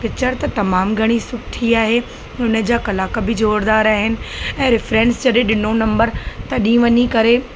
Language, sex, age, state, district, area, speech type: Sindhi, female, 30-45, Gujarat, Kutch, rural, spontaneous